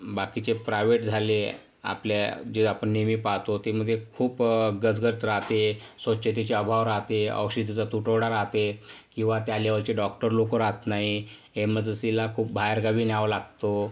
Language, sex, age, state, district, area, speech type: Marathi, male, 45-60, Maharashtra, Yavatmal, urban, spontaneous